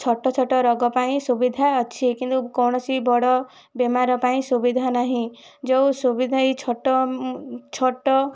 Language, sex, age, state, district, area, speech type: Odia, female, 45-60, Odisha, Kandhamal, rural, spontaneous